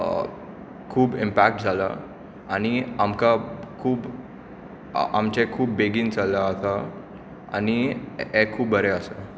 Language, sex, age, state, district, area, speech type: Goan Konkani, male, 18-30, Goa, Tiswadi, rural, spontaneous